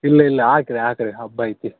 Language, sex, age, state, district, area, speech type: Kannada, male, 18-30, Karnataka, Bellary, rural, conversation